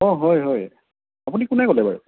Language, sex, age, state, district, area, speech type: Assamese, male, 18-30, Assam, Sivasagar, rural, conversation